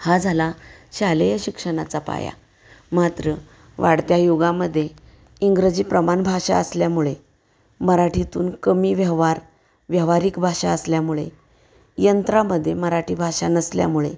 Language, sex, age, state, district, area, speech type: Marathi, female, 45-60, Maharashtra, Satara, rural, spontaneous